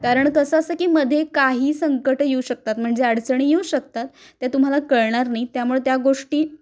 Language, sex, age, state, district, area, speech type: Marathi, female, 30-45, Maharashtra, Kolhapur, urban, spontaneous